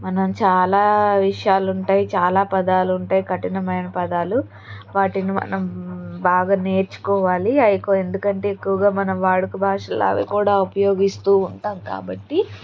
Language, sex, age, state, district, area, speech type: Telugu, female, 18-30, Andhra Pradesh, Palnadu, urban, spontaneous